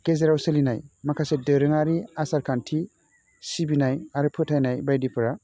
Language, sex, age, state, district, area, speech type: Bodo, male, 30-45, Assam, Baksa, urban, spontaneous